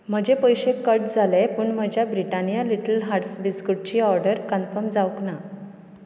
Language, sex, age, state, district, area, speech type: Goan Konkani, female, 30-45, Goa, Ponda, rural, read